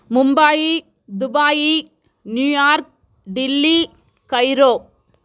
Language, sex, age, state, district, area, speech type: Telugu, female, 45-60, Andhra Pradesh, Sri Balaji, urban, spontaneous